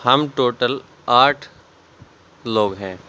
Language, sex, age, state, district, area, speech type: Urdu, male, 18-30, Delhi, South Delhi, urban, spontaneous